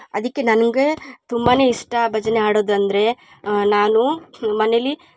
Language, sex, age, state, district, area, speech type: Kannada, female, 30-45, Karnataka, Chikkamagaluru, rural, spontaneous